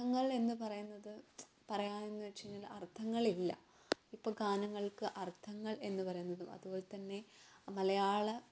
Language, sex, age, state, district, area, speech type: Malayalam, female, 18-30, Kerala, Kannur, urban, spontaneous